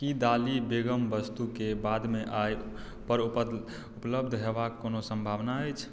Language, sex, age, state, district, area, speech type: Maithili, male, 18-30, Bihar, Madhubani, rural, read